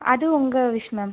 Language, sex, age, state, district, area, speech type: Tamil, female, 30-45, Tamil Nadu, Ariyalur, rural, conversation